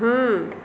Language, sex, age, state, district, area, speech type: Maithili, female, 30-45, Bihar, Madhepura, urban, read